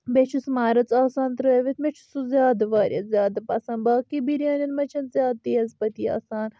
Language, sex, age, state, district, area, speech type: Kashmiri, male, 18-30, Jammu and Kashmir, Budgam, rural, spontaneous